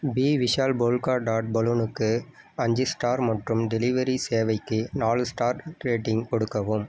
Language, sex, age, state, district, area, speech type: Tamil, male, 30-45, Tamil Nadu, Viluppuram, rural, read